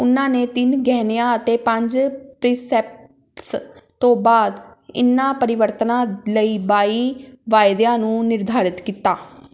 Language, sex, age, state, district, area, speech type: Punjabi, female, 30-45, Punjab, Amritsar, urban, read